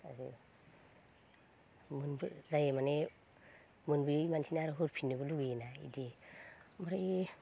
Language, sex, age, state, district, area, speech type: Bodo, female, 30-45, Assam, Baksa, rural, spontaneous